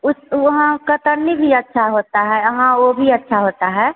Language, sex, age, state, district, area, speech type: Hindi, female, 30-45, Bihar, Vaishali, urban, conversation